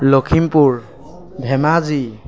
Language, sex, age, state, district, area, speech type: Assamese, male, 45-60, Assam, Lakhimpur, rural, spontaneous